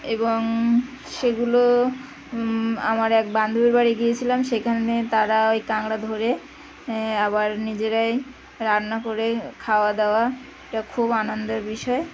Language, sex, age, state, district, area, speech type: Bengali, female, 30-45, West Bengal, Birbhum, urban, spontaneous